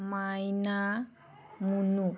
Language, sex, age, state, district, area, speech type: Assamese, female, 30-45, Assam, Nagaon, rural, spontaneous